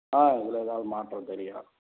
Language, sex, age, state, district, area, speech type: Tamil, male, 60+, Tamil Nadu, Madurai, rural, conversation